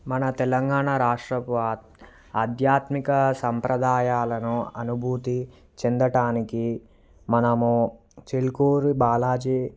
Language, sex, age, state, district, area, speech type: Telugu, male, 18-30, Telangana, Vikarabad, urban, spontaneous